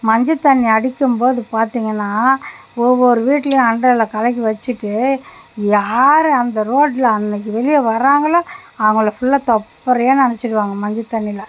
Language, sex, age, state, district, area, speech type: Tamil, female, 60+, Tamil Nadu, Mayiladuthurai, rural, spontaneous